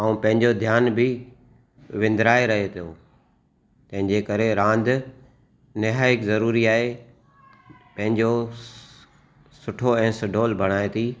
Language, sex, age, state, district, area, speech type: Sindhi, male, 45-60, Maharashtra, Thane, urban, spontaneous